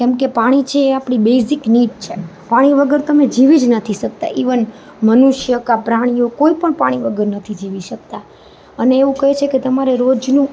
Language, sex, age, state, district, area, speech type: Gujarati, female, 30-45, Gujarat, Rajkot, urban, spontaneous